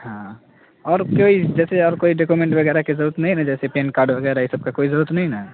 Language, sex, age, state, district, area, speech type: Urdu, male, 18-30, Bihar, Saharsa, rural, conversation